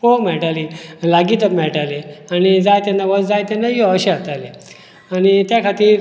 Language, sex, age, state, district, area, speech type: Goan Konkani, male, 45-60, Goa, Bardez, rural, spontaneous